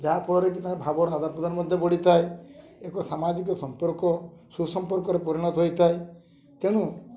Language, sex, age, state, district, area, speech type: Odia, male, 45-60, Odisha, Mayurbhanj, rural, spontaneous